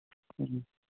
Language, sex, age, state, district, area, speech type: Manipuri, male, 30-45, Manipur, Thoubal, rural, conversation